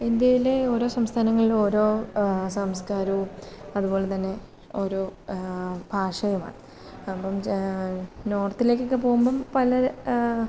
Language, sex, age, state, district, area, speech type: Malayalam, female, 18-30, Kerala, Kottayam, rural, spontaneous